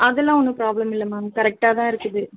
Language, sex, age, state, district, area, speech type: Tamil, female, 30-45, Tamil Nadu, Chennai, urban, conversation